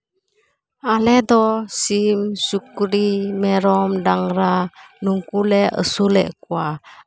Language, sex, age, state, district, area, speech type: Santali, female, 30-45, West Bengal, Uttar Dinajpur, rural, spontaneous